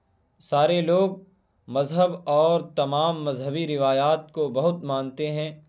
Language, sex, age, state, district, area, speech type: Urdu, male, 18-30, Bihar, Purnia, rural, spontaneous